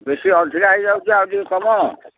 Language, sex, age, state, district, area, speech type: Odia, male, 60+, Odisha, Gajapati, rural, conversation